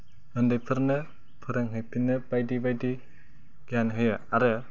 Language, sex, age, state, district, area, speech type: Bodo, male, 18-30, Assam, Kokrajhar, rural, spontaneous